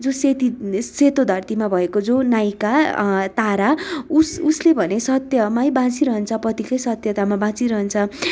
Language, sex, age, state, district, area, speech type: Nepali, female, 18-30, West Bengal, Darjeeling, rural, spontaneous